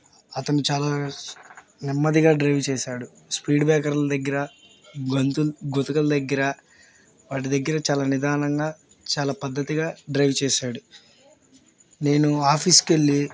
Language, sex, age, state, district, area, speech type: Telugu, male, 18-30, Andhra Pradesh, Bapatla, rural, spontaneous